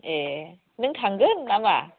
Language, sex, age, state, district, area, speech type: Bodo, female, 45-60, Assam, Chirang, rural, conversation